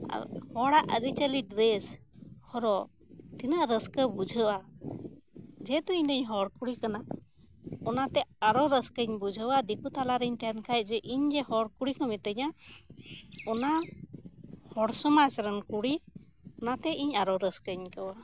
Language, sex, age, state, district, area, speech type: Santali, female, 30-45, West Bengal, Birbhum, rural, spontaneous